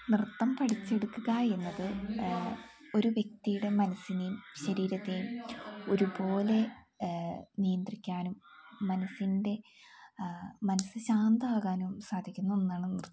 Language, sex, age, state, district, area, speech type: Malayalam, female, 18-30, Kerala, Wayanad, rural, spontaneous